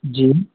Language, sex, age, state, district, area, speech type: Hindi, male, 18-30, Madhya Pradesh, Jabalpur, urban, conversation